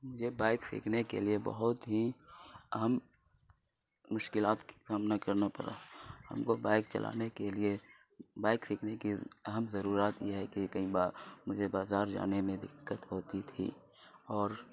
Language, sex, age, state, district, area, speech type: Urdu, male, 30-45, Bihar, Khagaria, rural, spontaneous